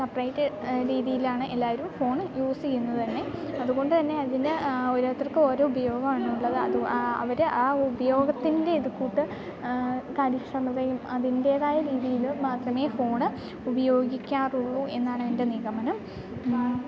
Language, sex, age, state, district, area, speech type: Malayalam, female, 18-30, Kerala, Idukki, rural, spontaneous